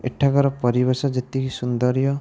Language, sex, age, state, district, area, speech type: Odia, male, 30-45, Odisha, Nayagarh, rural, spontaneous